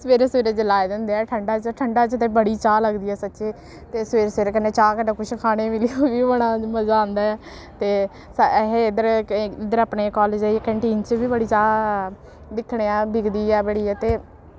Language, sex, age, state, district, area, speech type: Dogri, female, 18-30, Jammu and Kashmir, Samba, rural, spontaneous